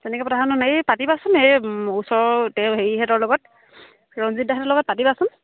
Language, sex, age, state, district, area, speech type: Assamese, female, 18-30, Assam, Charaideo, rural, conversation